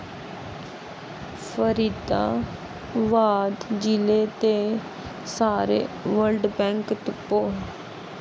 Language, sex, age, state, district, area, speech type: Dogri, female, 18-30, Jammu and Kashmir, Samba, rural, read